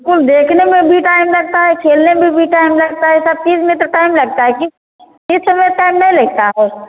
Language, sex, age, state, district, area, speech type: Hindi, female, 45-60, Uttar Pradesh, Ayodhya, rural, conversation